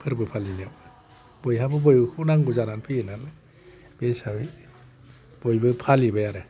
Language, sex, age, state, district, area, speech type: Bodo, male, 60+, Assam, Kokrajhar, urban, spontaneous